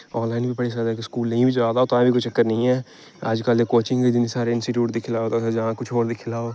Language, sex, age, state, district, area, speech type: Dogri, male, 18-30, Jammu and Kashmir, Reasi, rural, spontaneous